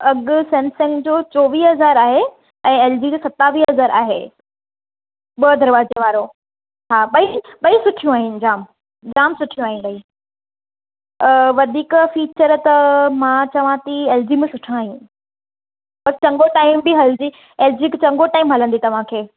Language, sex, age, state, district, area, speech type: Sindhi, female, 18-30, Maharashtra, Thane, urban, conversation